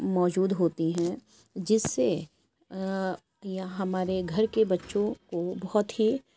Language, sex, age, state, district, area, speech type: Urdu, female, 18-30, Uttar Pradesh, Lucknow, rural, spontaneous